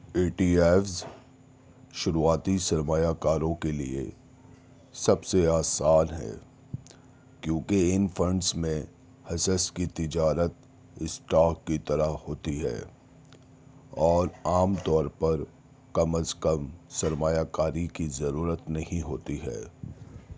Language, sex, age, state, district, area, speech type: Urdu, male, 30-45, Delhi, Central Delhi, urban, read